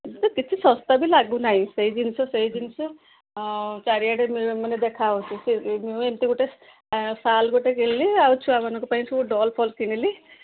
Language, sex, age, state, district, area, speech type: Odia, female, 60+, Odisha, Gajapati, rural, conversation